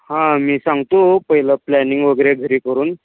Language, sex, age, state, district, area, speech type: Marathi, male, 18-30, Maharashtra, Sangli, urban, conversation